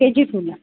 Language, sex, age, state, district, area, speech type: Marathi, female, 18-30, Maharashtra, Yavatmal, rural, conversation